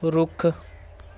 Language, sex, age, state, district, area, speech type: Punjabi, male, 18-30, Punjab, Shaheed Bhagat Singh Nagar, urban, read